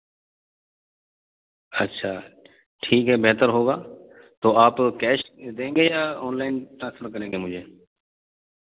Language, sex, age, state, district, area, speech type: Urdu, male, 30-45, Delhi, North East Delhi, urban, conversation